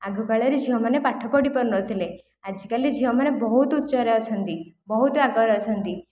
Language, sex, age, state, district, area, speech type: Odia, female, 18-30, Odisha, Khordha, rural, spontaneous